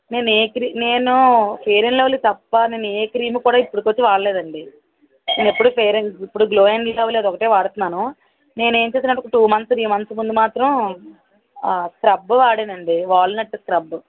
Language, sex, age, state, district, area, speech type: Telugu, female, 45-60, Telangana, Mancherial, urban, conversation